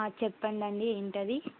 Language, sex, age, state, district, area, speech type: Telugu, female, 18-30, Telangana, Suryapet, urban, conversation